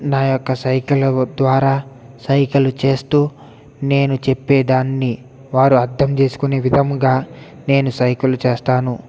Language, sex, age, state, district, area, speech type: Telugu, male, 60+, Andhra Pradesh, East Godavari, rural, spontaneous